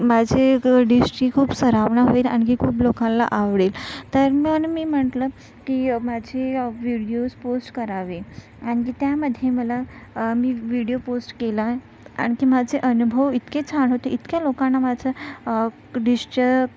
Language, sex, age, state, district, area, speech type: Marathi, female, 45-60, Maharashtra, Nagpur, urban, spontaneous